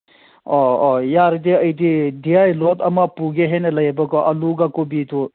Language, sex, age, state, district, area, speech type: Manipuri, male, 18-30, Manipur, Senapati, rural, conversation